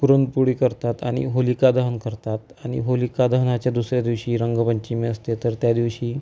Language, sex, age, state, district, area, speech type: Marathi, female, 30-45, Maharashtra, Amravati, rural, spontaneous